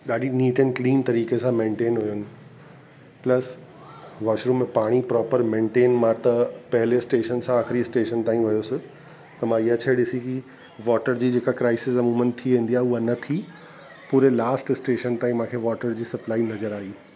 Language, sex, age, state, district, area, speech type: Sindhi, male, 45-60, Uttar Pradesh, Lucknow, rural, spontaneous